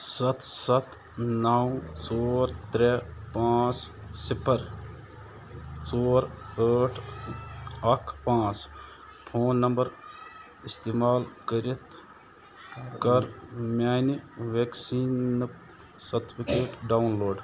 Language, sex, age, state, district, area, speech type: Kashmiri, male, 30-45, Jammu and Kashmir, Bandipora, rural, read